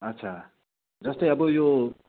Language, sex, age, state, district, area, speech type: Nepali, male, 30-45, West Bengal, Kalimpong, rural, conversation